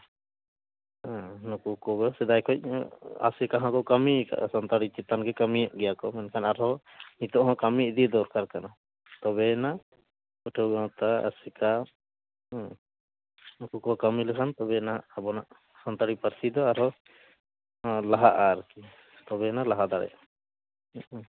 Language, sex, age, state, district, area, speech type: Santali, male, 30-45, West Bengal, Jhargram, rural, conversation